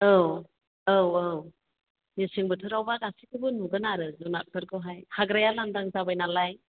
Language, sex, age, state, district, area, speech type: Bodo, female, 45-60, Assam, Chirang, rural, conversation